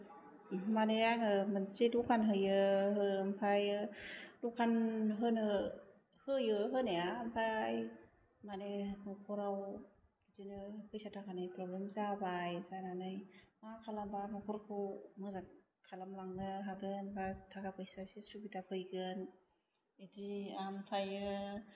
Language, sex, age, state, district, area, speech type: Bodo, female, 30-45, Assam, Chirang, urban, spontaneous